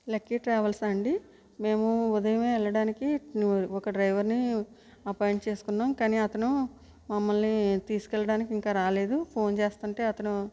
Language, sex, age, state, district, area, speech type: Telugu, female, 60+, Andhra Pradesh, West Godavari, rural, spontaneous